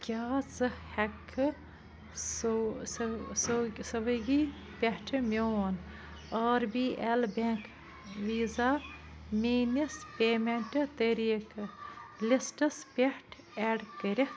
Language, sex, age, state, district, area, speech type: Kashmiri, female, 45-60, Jammu and Kashmir, Bandipora, rural, read